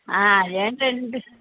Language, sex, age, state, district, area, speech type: Telugu, female, 45-60, Andhra Pradesh, N T Rama Rao, urban, conversation